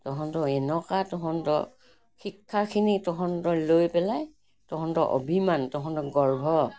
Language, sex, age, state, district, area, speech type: Assamese, female, 60+, Assam, Morigaon, rural, spontaneous